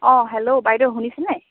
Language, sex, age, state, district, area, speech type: Assamese, female, 30-45, Assam, Golaghat, urban, conversation